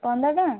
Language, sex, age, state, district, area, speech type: Odia, female, 18-30, Odisha, Kalahandi, rural, conversation